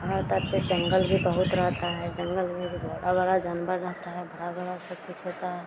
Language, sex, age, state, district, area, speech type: Hindi, female, 18-30, Bihar, Madhepura, rural, spontaneous